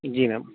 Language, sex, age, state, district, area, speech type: Hindi, male, 60+, Madhya Pradesh, Bhopal, urban, conversation